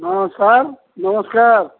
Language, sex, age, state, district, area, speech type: Odia, male, 45-60, Odisha, Sundergarh, rural, conversation